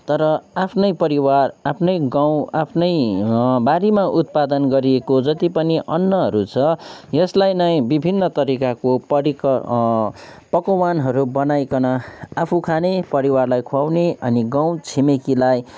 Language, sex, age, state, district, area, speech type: Nepali, male, 30-45, West Bengal, Kalimpong, rural, spontaneous